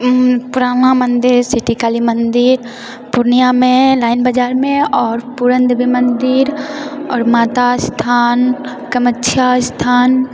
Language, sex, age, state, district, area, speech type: Maithili, female, 18-30, Bihar, Purnia, rural, spontaneous